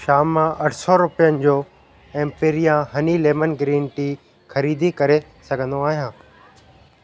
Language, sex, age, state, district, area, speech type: Sindhi, male, 18-30, Madhya Pradesh, Katni, urban, read